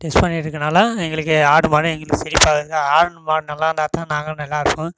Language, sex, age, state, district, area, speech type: Tamil, male, 18-30, Tamil Nadu, Sivaganga, rural, spontaneous